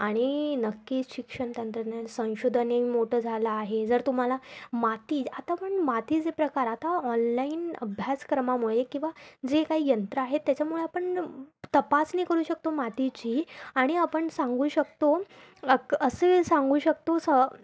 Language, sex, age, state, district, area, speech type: Marathi, female, 18-30, Maharashtra, Thane, urban, spontaneous